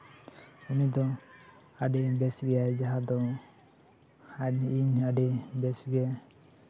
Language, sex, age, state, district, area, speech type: Santali, male, 18-30, West Bengal, Bankura, rural, spontaneous